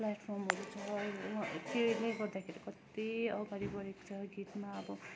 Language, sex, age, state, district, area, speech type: Nepali, female, 18-30, West Bengal, Darjeeling, rural, spontaneous